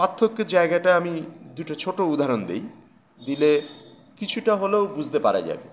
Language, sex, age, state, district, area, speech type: Bengali, male, 30-45, West Bengal, Howrah, urban, spontaneous